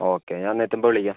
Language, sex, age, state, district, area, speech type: Malayalam, male, 45-60, Kerala, Kozhikode, urban, conversation